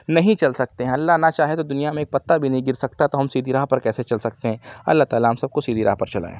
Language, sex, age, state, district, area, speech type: Urdu, male, 18-30, Uttar Pradesh, Lucknow, urban, spontaneous